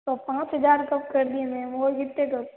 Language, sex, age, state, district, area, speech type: Hindi, female, 18-30, Rajasthan, Jodhpur, urban, conversation